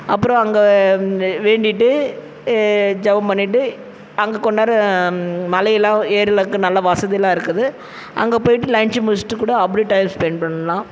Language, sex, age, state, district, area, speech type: Tamil, female, 45-60, Tamil Nadu, Tiruvannamalai, urban, spontaneous